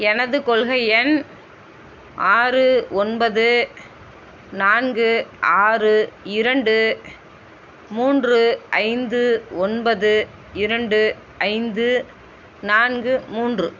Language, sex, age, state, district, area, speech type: Tamil, female, 60+, Tamil Nadu, Tiruppur, rural, read